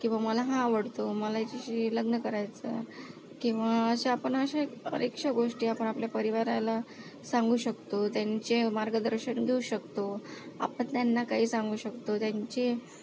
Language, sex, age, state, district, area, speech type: Marathi, female, 30-45, Maharashtra, Akola, rural, spontaneous